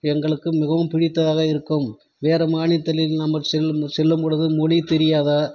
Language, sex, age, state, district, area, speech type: Tamil, male, 45-60, Tamil Nadu, Krishnagiri, rural, spontaneous